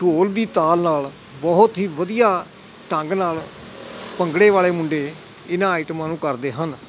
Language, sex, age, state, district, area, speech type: Punjabi, male, 60+, Punjab, Hoshiarpur, rural, spontaneous